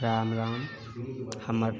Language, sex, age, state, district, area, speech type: Maithili, male, 45-60, Bihar, Sitamarhi, rural, spontaneous